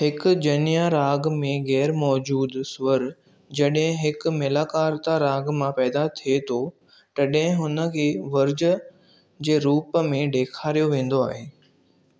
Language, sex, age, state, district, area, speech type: Sindhi, male, 18-30, Maharashtra, Thane, urban, read